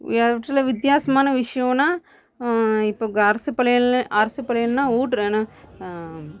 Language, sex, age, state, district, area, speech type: Tamil, female, 18-30, Tamil Nadu, Kallakurichi, rural, spontaneous